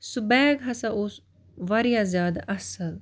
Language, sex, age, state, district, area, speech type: Kashmiri, female, 18-30, Jammu and Kashmir, Baramulla, rural, spontaneous